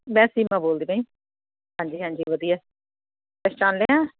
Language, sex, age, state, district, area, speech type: Punjabi, female, 45-60, Punjab, Jalandhar, urban, conversation